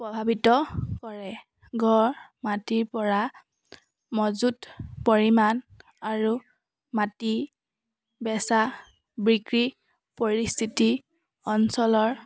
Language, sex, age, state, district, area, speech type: Assamese, female, 18-30, Assam, Charaideo, urban, spontaneous